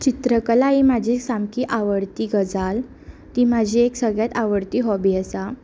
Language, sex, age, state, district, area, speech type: Goan Konkani, female, 18-30, Goa, Ponda, rural, spontaneous